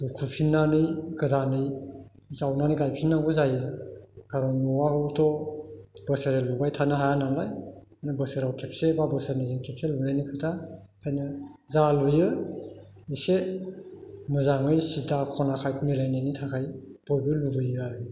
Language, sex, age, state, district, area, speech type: Bodo, male, 60+, Assam, Chirang, rural, spontaneous